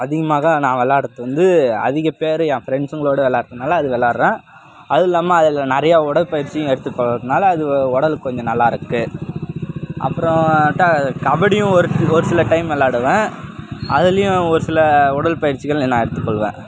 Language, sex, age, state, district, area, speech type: Tamil, male, 18-30, Tamil Nadu, Kallakurichi, rural, spontaneous